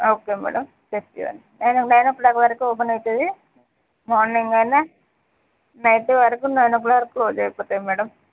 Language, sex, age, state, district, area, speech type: Telugu, female, 60+, Andhra Pradesh, Visakhapatnam, urban, conversation